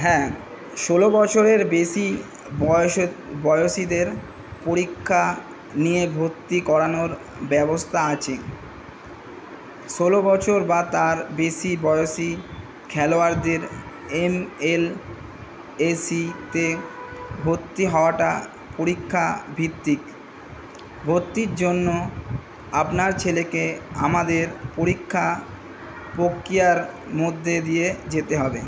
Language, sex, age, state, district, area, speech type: Bengali, male, 18-30, West Bengal, Kolkata, urban, read